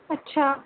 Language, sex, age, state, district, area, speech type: Urdu, female, 18-30, Delhi, North East Delhi, urban, conversation